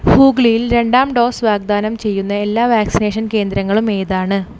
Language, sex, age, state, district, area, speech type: Malayalam, female, 18-30, Kerala, Thrissur, urban, read